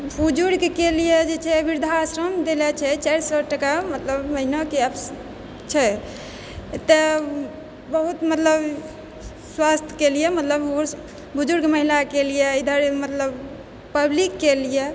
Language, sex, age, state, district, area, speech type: Maithili, female, 30-45, Bihar, Purnia, rural, spontaneous